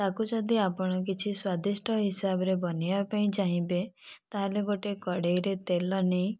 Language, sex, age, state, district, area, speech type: Odia, female, 18-30, Odisha, Kandhamal, rural, spontaneous